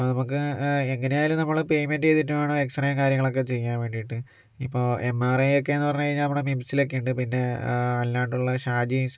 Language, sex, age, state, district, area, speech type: Malayalam, male, 45-60, Kerala, Kozhikode, urban, spontaneous